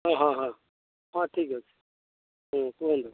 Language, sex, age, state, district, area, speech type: Odia, male, 60+, Odisha, Jharsuguda, rural, conversation